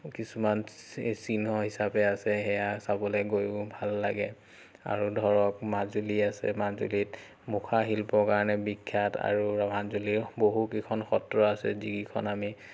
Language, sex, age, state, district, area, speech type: Assamese, male, 30-45, Assam, Biswanath, rural, spontaneous